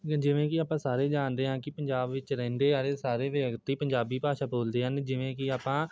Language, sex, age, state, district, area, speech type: Punjabi, male, 18-30, Punjab, Tarn Taran, rural, spontaneous